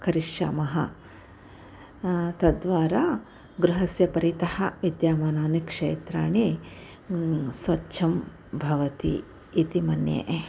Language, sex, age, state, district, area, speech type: Sanskrit, female, 60+, Karnataka, Bellary, urban, spontaneous